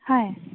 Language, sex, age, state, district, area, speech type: Assamese, female, 18-30, Assam, Morigaon, rural, conversation